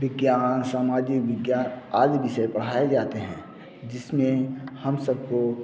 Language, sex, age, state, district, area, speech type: Hindi, male, 45-60, Uttar Pradesh, Bhadohi, urban, spontaneous